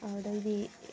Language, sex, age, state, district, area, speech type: Manipuri, female, 18-30, Manipur, Kakching, rural, spontaneous